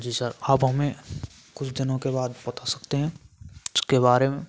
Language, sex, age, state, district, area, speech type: Hindi, male, 18-30, Rajasthan, Bharatpur, rural, spontaneous